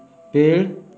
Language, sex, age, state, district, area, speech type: Hindi, male, 60+, Uttar Pradesh, Mau, rural, read